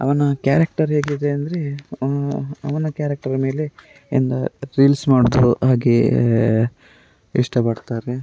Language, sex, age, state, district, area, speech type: Kannada, male, 30-45, Karnataka, Dakshina Kannada, rural, spontaneous